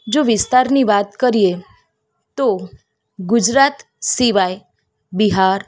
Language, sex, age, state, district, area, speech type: Gujarati, female, 30-45, Gujarat, Ahmedabad, urban, spontaneous